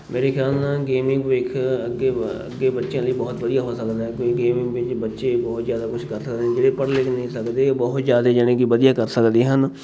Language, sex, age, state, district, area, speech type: Punjabi, male, 30-45, Punjab, Shaheed Bhagat Singh Nagar, urban, spontaneous